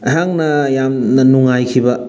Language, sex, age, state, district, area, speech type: Manipuri, male, 30-45, Manipur, Thoubal, rural, spontaneous